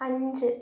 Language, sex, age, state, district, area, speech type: Malayalam, female, 18-30, Kerala, Wayanad, rural, read